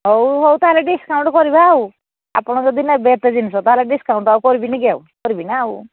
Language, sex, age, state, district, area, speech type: Odia, female, 45-60, Odisha, Angul, rural, conversation